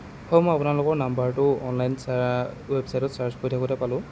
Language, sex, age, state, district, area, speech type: Assamese, male, 30-45, Assam, Golaghat, urban, spontaneous